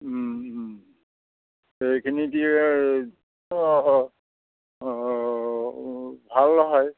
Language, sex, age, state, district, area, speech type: Assamese, male, 60+, Assam, Majuli, urban, conversation